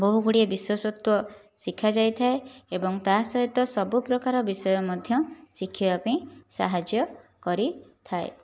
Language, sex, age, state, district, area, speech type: Odia, female, 30-45, Odisha, Jajpur, rural, spontaneous